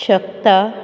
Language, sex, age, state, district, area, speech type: Goan Konkani, female, 18-30, Goa, Quepem, rural, read